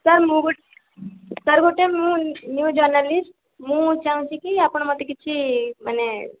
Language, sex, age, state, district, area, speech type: Odia, female, 18-30, Odisha, Khordha, rural, conversation